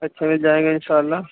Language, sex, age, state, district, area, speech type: Urdu, male, 30-45, Uttar Pradesh, Muzaffarnagar, urban, conversation